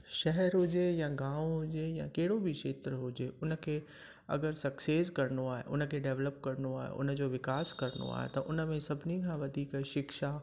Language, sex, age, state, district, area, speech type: Sindhi, male, 45-60, Rajasthan, Ajmer, rural, spontaneous